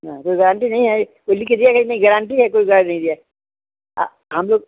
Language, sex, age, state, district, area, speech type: Hindi, female, 60+, Uttar Pradesh, Ghazipur, rural, conversation